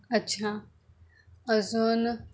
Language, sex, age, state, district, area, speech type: Marathi, female, 18-30, Maharashtra, Amravati, rural, spontaneous